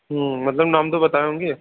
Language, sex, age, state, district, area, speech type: Hindi, male, 18-30, Uttar Pradesh, Bhadohi, urban, conversation